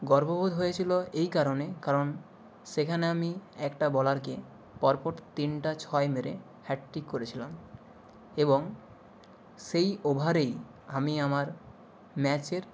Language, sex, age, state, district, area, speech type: Bengali, male, 18-30, West Bengal, Nadia, rural, spontaneous